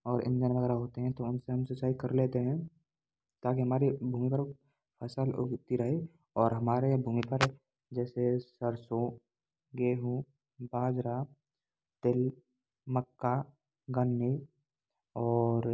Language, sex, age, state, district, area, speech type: Hindi, male, 18-30, Rajasthan, Bharatpur, rural, spontaneous